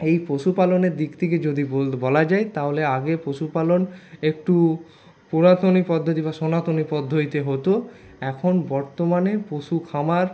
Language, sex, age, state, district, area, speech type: Bengali, male, 60+, West Bengal, Paschim Bardhaman, urban, spontaneous